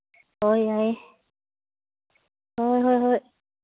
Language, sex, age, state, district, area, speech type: Manipuri, female, 45-60, Manipur, Ukhrul, rural, conversation